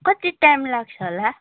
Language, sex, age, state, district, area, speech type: Nepali, female, 60+, West Bengal, Darjeeling, rural, conversation